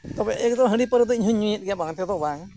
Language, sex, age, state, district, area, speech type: Santali, male, 60+, Odisha, Mayurbhanj, rural, spontaneous